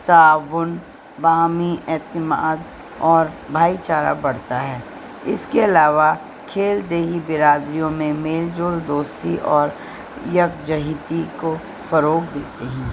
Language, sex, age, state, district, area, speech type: Urdu, female, 60+, Delhi, North East Delhi, urban, spontaneous